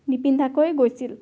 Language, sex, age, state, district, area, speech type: Assamese, female, 18-30, Assam, Biswanath, rural, spontaneous